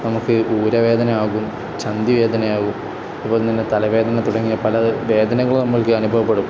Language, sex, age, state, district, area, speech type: Malayalam, male, 18-30, Kerala, Kozhikode, rural, spontaneous